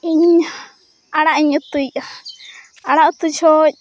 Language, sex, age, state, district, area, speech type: Santali, female, 18-30, Jharkhand, Seraikela Kharsawan, rural, spontaneous